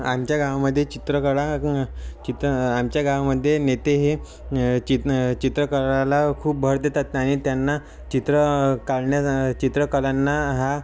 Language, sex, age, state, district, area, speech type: Marathi, male, 18-30, Maharashtra, Amravati, rural, spontaneous